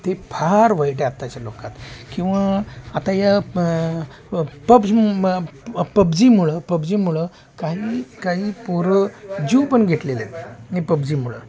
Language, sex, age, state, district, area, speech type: Marathi, male, 45-60, Maharashtra, Sangli, urban, spontaneous